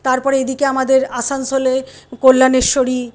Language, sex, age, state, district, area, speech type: Bengali, female, 60+, West Bengal, Paschim Bardhaman, urban, spontaneous